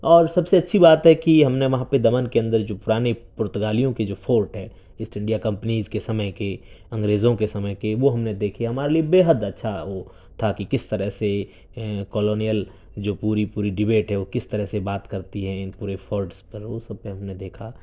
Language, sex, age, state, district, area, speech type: Urdu, male, 18-30, Delhi, North East Delhi, urban, spontaneous